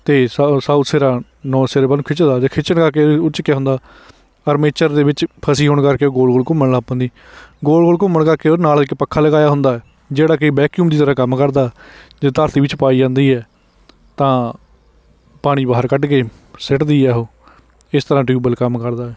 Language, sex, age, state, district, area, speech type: Punjabi, male, 30-45, Punjab, Hoshiarpur, rural, spontaneous